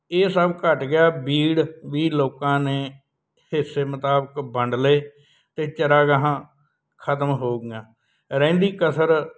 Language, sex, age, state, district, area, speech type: Punjabi, male, 60+, Punjab, Bathinda, rural, spontaneous